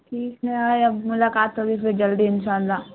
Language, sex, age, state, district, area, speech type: Urdu, female, 18-30, Bihar, Khagaria, rural, conversation